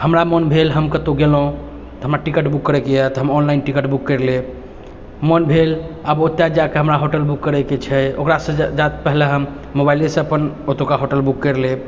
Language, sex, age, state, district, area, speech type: Maithili, male, 30-45, Bihar, Purnia, rural, spontaneous